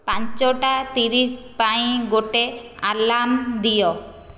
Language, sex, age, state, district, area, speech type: Odia, female, 45-60, Odisha, Khordha, rural, read